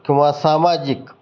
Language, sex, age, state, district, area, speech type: Marathi, male, 30-45, Maharashtra, Osmanabad, rural, spontaneous